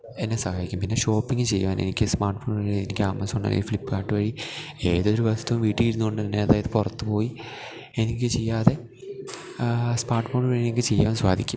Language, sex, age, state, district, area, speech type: Malayalam, male, 18-30, Kerala, Idukki, rural, spontaneous